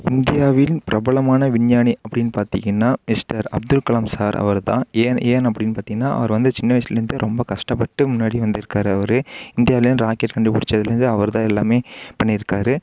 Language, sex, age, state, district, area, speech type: Tamil, male, 18-30, Tamil Nadu, Coimbatore, urban, spontaneous